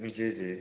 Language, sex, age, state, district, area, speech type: Hindi, male, 18-30, Bihar, Samastipur, rural, conversation